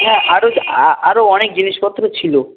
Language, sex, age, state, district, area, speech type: Bengali, male, 18-30, West Bengal, Uttar Dinajpur, urban, conversation